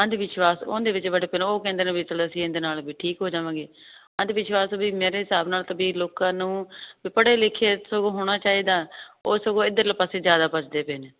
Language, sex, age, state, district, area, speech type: Punjabi, female, 30-45, Punjab, Fazilka, rural, conversation